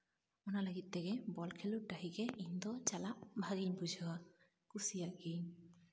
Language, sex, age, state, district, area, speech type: Santali, female, 18-30, West Bengal, Jhargram, rural, spontaneous